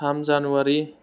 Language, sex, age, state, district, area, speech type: Bodo, male, 30-45, Assam, Kokrajhar, rural, spontaneous